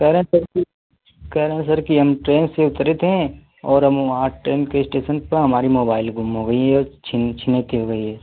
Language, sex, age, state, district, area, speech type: Hindi, male, 18-30, Uttar Pradesh, Mau, rural, conversation